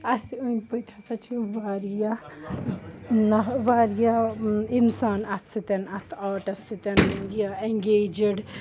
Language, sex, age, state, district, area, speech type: Kashmiri, female, 18-30, Jammu and Kashmir, Srinagar, rural, spontaneous